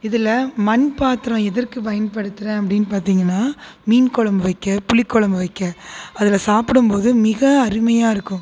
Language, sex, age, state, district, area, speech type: Tamil, female, 30-45, Tamil Nadu, Tiruchirappalli, rural, spontaneous